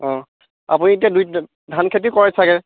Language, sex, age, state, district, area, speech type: Assamese, male, 30-45, Assam, Majuli, urban, conversation